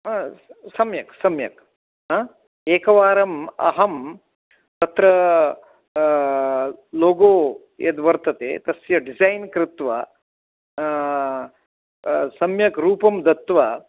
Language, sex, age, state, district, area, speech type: Sanskrit, male, 60+, Karnataka, Uttara Kannada, urban, conversation